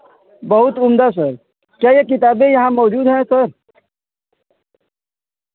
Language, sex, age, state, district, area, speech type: Urdu, male, 18-30, Delhi, New Delhi, rural, conversation